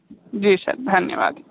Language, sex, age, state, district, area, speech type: Hindi, male, 30-45, Uttar Pradesh, Sonbhadra, rural, conversation